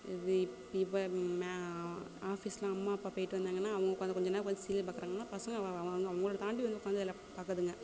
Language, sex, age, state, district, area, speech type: Tamil, female, 18-30, Tamil Nadu, Thanjavur, urban, spontaneous